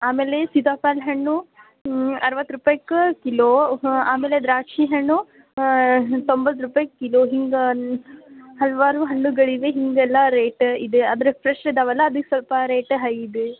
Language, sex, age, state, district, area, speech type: Kannada, female, 18-30, Karnataka, Gadag, rural, conversation